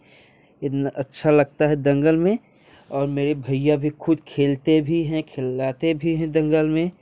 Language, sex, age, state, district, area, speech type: Hindi, male, 18-30, Uttar Pradesh, Jaunpur, rural, spontaneous